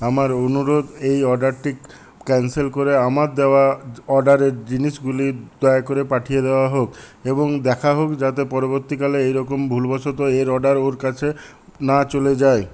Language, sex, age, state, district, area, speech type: Bengali, male, 60+, West Bengal, Purulia, rural, spontaneous